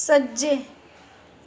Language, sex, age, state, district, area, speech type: Dogri, female, 30-45, Jammu and Kashmir, Reasi, rural, read